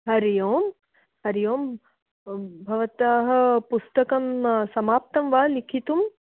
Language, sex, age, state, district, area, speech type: Sanskrit, female, 45-60, Karnataka, Belgaum, urban, conversation